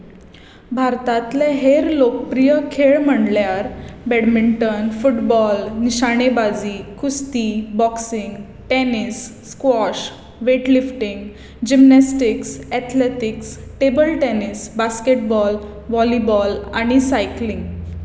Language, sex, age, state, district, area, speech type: Goan Konkani, female, 18-30, Goa, Tiswadi, rural, read